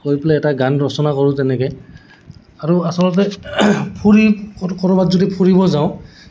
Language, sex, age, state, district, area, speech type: Assamese, male, 18-30, Assam, Goalpara, urban, spontaneous